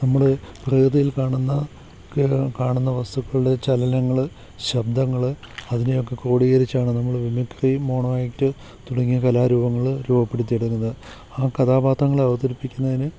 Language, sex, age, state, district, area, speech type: Malayalam, male, 45-60, Kerala, Kottayam, urban, spontaneous